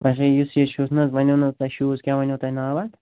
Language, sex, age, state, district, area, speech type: Kashmiri, male, 45-60, Jammu and Kashmir, Budgam, urban, conversation